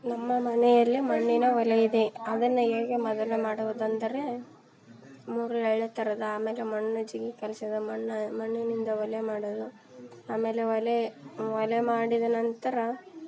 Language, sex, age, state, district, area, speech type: Kannada, female, 18-30, Karnataka, Vijayanagara, rural, spontaneous